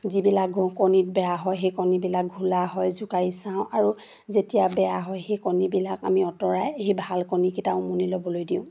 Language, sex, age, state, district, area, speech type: Assamese, female, 30-45, Assam, Charaideo, rural, spontaneous